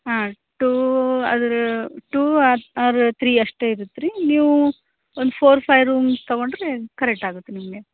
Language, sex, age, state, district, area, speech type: Kannada, female, 30-45, Karnataka, Gadag, rural, conversation